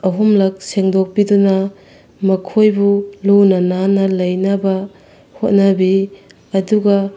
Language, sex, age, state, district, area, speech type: Manipuri, female, 30-45, Manipur, Bishnupur, rural, spontaneous